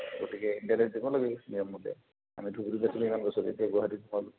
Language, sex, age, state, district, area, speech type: Assamese, male, 45-60, Assam, Goalpara, urban, conversation